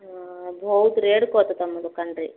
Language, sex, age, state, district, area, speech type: Odia, female, 45-60, Odisha, Gajapati, rural, conversation